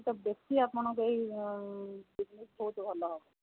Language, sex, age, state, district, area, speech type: Odia, female, 45-60, Odisha, Sundergarh, rural, conversation